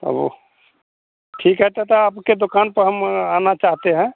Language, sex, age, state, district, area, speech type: Hindi, male, 60+, Bihar, Madhepura, rural, conversation